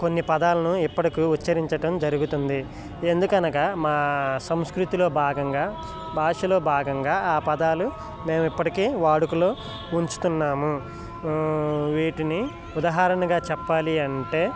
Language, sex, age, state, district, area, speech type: Telugu, male, 18-30, Telangana, Khammam, urban, spontaneous